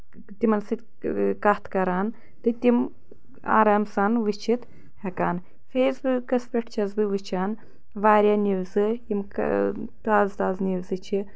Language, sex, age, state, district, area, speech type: Kashmiri, female, 30-45, Jammu and Kashmir, Anantnag, rural, spontaneous